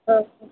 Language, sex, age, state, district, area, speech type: Telugu, female, 18-30, Telangana, Nalgonda, rural, conversation